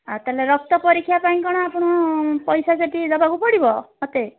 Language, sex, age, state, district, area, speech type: Odia, female, 30-45, Odisha, Kendrapara, urban, conversation